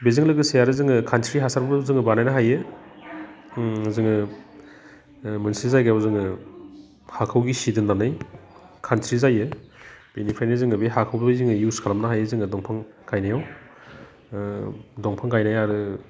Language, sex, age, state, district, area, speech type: Bodo, male, 30-45, Assam, Udalguri, urban, spontaneous